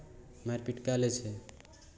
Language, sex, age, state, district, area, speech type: Maithili, male, 45-60, Bihar, Madhepura, rural, spontaneous